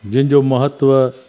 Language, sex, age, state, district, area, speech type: Sindhi, male, 60+, Gujarat, Junagadh, rural, spontaneous